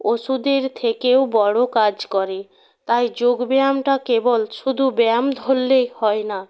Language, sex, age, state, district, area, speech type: Bengali, female, 45-60, West Bengal, North 24 Parganas, rural, spontaneous